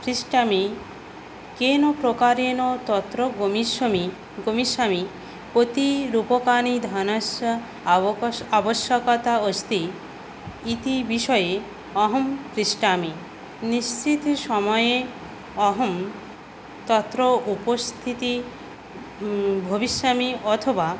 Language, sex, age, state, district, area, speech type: Sanskrit, female, 18-30, West Bengal, South 24 Parganas, rural, spontaneous